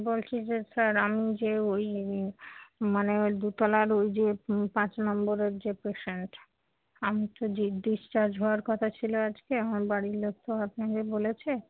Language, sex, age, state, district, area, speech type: Bengali, female, 45-60, West Bengal, Darjeeling, urban, conversation